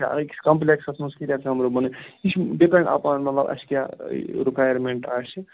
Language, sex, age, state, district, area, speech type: Kashmiri, male, 30-45, Jammu and Kashmir, Ganderbal, rural, conversation